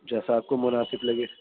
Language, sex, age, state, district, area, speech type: Urdu, male, 18-30, Delhi, East Delhi, urban, conversation